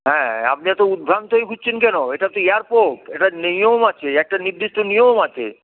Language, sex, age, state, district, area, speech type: Bengali, male, 60+, West Bengal, Hooghly, rural, conversation